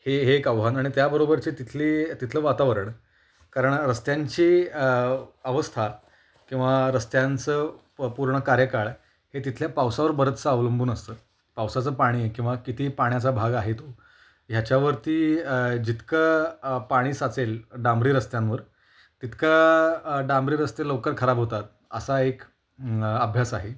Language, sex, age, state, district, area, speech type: Marathi, male, 18-30, Maharashtra, Kolhapur, urban, spontaneous